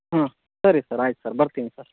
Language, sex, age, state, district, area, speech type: Kannada, male, 30-45, Karnataka, Shimoga, urban, conversation